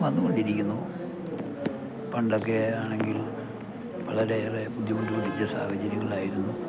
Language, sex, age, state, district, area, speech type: Malayalam, male, 60+, Kerala, Idukki, rural, spontaneous